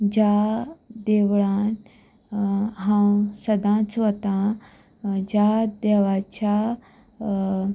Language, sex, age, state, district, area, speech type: Goan Konkani, female, 18-30, Goa, Canacona, rural, spontaneous